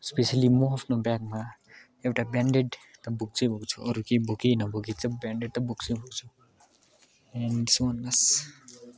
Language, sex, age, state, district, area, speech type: Nepali, male, 18-30, West Bengal, Darjeeling, urban, spontaneous